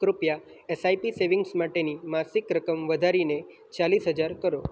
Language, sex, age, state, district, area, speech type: Gujarati, male, 18-30, Gujarat, Valsad, rural, read